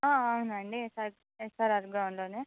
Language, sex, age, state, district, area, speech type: Telugu, female, 45-60, Andhra Pradesh, Visakhapatnam, urban, conversation